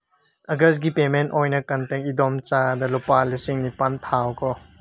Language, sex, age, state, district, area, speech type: Manipuri, male, 18-30, Manipur, Senapati, urban, read